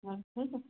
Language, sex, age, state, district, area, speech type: Hindi, female, 45-60, Uttar Pradesh, Ayodhya, rural, conversation